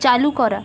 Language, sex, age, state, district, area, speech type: Bengali, female, 60+, West Bengal, Purulia, urban, read